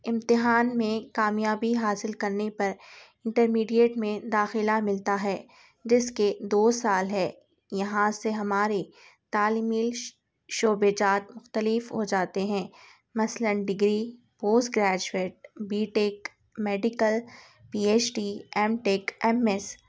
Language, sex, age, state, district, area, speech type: Urdu, female, 18-30, Telangana, Hyderabad, urban, spontaneous